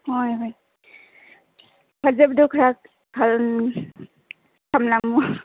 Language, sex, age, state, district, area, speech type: Manipuri, female, 18-30, Manipur, Chandel, rural, conversation